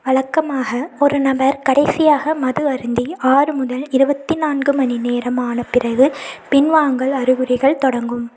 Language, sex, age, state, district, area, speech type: Tamil, female, 45-60, Tamil Nadu, Madurai, urban, read